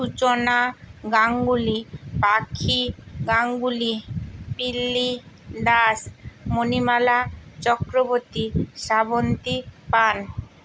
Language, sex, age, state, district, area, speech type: Bengali, female, 60+, West Bengal, Purba Medinipur, rural, spontaneous